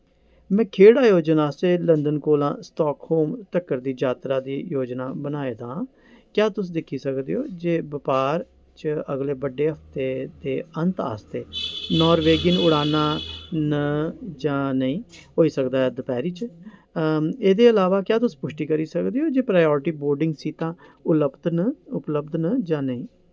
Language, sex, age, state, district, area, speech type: Dogri, male, 45-60, Jammu and Kashmir, Jammu, urban, read